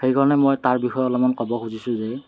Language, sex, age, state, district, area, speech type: Assamese, male, 30-45, Assam, Morigaon, rural, spontaneous